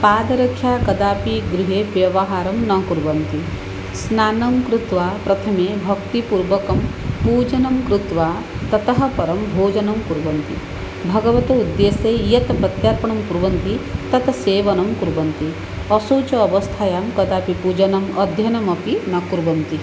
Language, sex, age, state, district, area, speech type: Sanskrit, female, 45-60, Odisha, Puri, urban, spontaneous